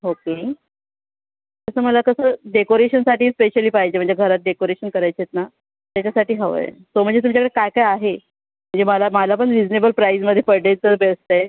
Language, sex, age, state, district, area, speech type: Marathi, female, 18-30, Maharashtra, Thane, urban, conversation